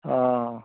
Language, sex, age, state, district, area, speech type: Odia, male, 45-60, Odisha, Rayagada, rural, conversation